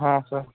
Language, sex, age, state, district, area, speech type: Marathi, male, 30-45, Maharashtra, Gadchiroli, rural, conversation